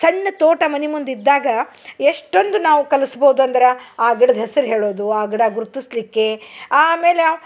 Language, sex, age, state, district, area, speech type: Kannada, female, 60+, Karnataka, Dharwad, rural, spontaneous